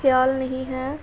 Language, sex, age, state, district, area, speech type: Punjabi, female, 18-30, Punjab, Pathankot, urban, spontaneous